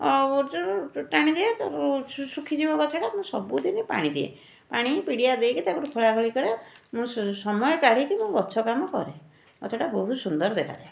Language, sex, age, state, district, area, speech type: Odia, female, 45-60, Odisha, Puri, urban, spontaneous